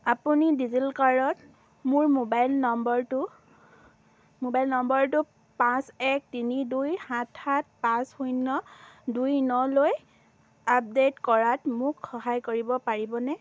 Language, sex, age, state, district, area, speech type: Assamese, female, 18-30, Assam, Sivasagar, rural, read